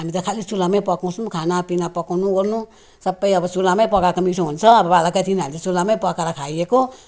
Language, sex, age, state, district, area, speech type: Nepali, female, 60+, West Bengal, Jalpaiguri, rural, spontaneous